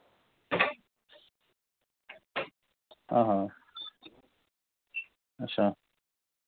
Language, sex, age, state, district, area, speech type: Dogri, male, 30-45, Jammu and Kashmir, Udhampur, rural, conversation